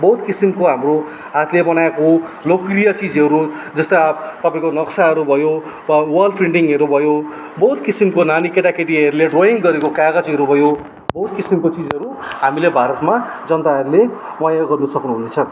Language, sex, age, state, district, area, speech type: Nepali, male, 30-45, West Bengal, Darjeeling, rural, spontaneous